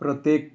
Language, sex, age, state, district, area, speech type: Odia, male, 30-45, Odisha, Nuapada, urban, spontaneous